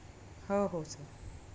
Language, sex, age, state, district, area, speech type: Marathi, female, 30-45, Maharashtra, Amravati, rural, spontaneous